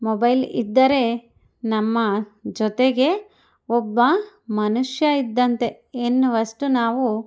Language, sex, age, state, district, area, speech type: Kannada, female, 30-45, Karnataka, Chikkaballapur, rural, spontaneous